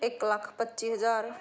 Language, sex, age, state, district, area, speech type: Punjabi, female, 30-45, Punjab, Patiala, rural, spontaneous